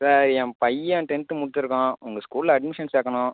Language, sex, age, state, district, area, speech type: Tamil, male, 18-30, Tamil Nadu, Cuddalore, rural, conversation